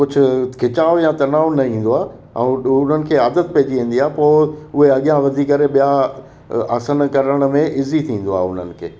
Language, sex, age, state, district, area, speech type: Sindhi, male, 60+, Gujarat, Kutch, rural, spontaneous